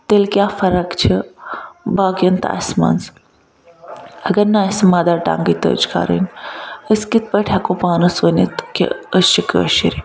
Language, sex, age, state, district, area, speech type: Kashmiri, female, 45-60, Jammu and Kashmir, Ganderbal, urban, spontaneous